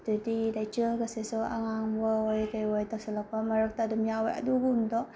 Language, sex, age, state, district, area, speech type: Manipuri, female, 18-30, Manipur, Bishnupur, rural, spontaneous